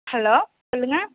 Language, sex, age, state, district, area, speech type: Tamil, female, 18-30, Tamil Nadu, Mayiladuthurai, urban, conversation